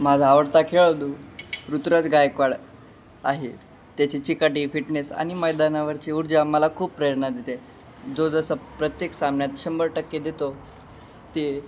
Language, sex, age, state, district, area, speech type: Marathi, male, 18-30, Maharashtra, Jalna, urban, spontaneous